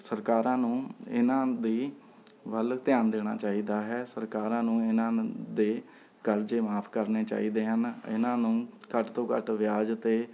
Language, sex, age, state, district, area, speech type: Punjabi, male, 30-45, Punjab, Rupnagar, rural, spontaneous